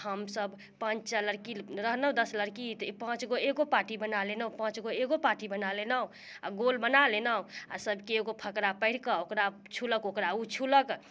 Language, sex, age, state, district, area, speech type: Maithili, female, 30-45, Bihar, Muzaffarpur, rural, spontaneous